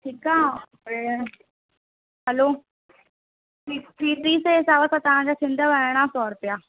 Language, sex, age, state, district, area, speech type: Sindhi, female, 18-30, Madhya Pradesh, Katni, urban, conversation